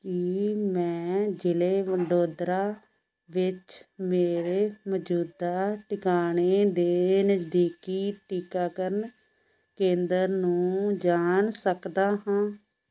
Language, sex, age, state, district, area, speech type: Punjabi, female, 60+, Punjab, Shaheed Bhagat Singh Nagar, rural, read